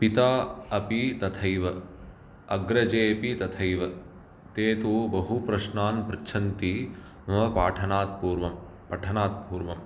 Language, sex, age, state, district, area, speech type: Sanskrit, male, 30-45, Karnataka, Bangalore Urban, urban, spontaneous